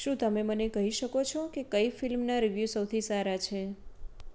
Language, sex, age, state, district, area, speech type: Gujarati, female, 30-45, Gujarat, Anand, urban, read